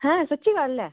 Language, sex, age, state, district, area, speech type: Dogri, female, 30-45, Jammu and Kashmir, Udhampur, urban, conversation